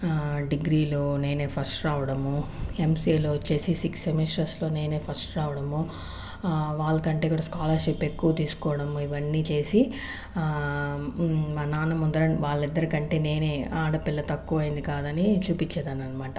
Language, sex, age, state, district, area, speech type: Telugu, female, 30-45, Andhra Pradesh, Sri Balaji, rural, spontaneous